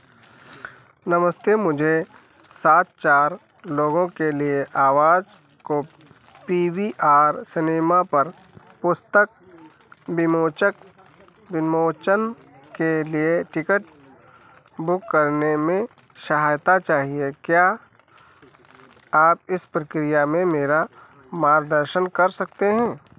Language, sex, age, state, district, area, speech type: Hindi, male, 45-60, Uttar Pradesh, Sitapur, rural, read